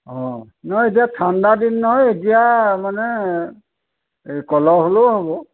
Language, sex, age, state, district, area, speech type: Assamese, male, 45-60, Assam, Majuli, rural, conversation